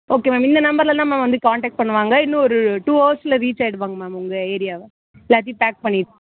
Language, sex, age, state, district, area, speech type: Tamil, female, 18-30, Tamil Nadu, Chennai, urban, conversation